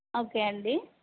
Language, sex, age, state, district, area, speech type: Telugu, female, 30-45, Andhra Pradesh, Eluru, rural, conversation